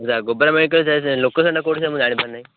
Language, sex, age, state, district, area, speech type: Odia, male, 18-30, Odisha, Ganjam, rural, conversation